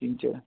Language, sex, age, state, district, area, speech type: Bengali, male, 45-60, West Bengal, Hooghly, rural, conversation